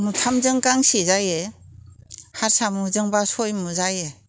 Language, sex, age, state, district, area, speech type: Bodo, female, 60+, Assam, Chirang, rural, spontaneous